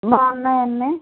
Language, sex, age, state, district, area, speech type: Telugu, female, 45-60, Andhra Pradesh, West Godavari, rural, conversation